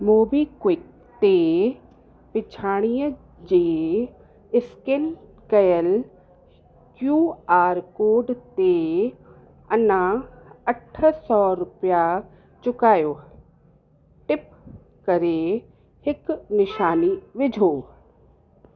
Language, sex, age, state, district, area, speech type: Sindhi, female, 30-45, Uttar Pradesh, Lucknow, urban, read